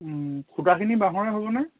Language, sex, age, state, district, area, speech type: Assamese, male, 30-45, Assam, Majuli, urban, conversation